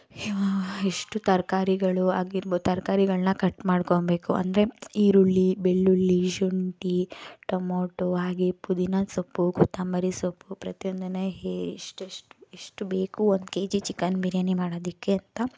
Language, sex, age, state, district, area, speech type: Kannada, female, 18-30, Karnataka, Mysore, urban, spontaneous